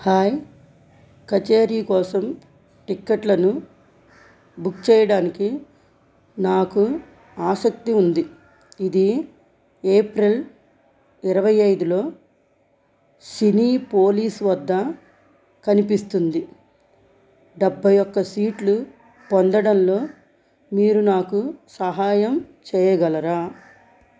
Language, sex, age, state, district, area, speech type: Telugu, female, 45-60, Andhra Pradesh, Krishna, rural, read